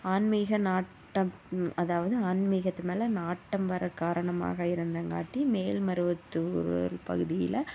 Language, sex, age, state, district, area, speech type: Tamil, female, 18-30, Tamil Nadu, Tiruppur, rural, spontaneous